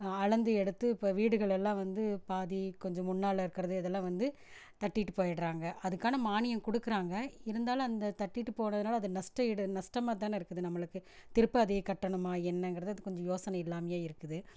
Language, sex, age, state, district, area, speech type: Tamil, female, 45-60, Tamil Nadu, Erode, rural, spontaneous